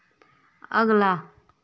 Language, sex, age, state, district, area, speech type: Dogri, female, 30-45, Jammu and Kashmir, Samba, urban, read